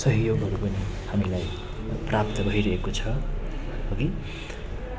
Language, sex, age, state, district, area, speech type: Nepali, male, 30-45, West Bengal, Darjeeling, rural, spontaneous